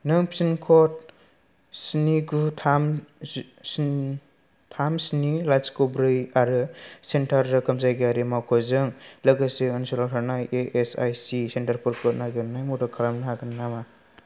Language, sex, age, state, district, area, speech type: Bodo, male, 18-30, Assam, Kokrajhar, rural, read